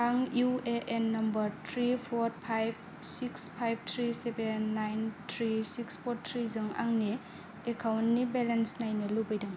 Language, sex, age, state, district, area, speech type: Bodo, female, 18-30, Assam, Kokrajhar, rural, read